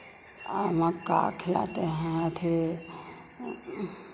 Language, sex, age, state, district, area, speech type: Hindi, female, 45-60, Bihar, Begusarai, rural, spontaneous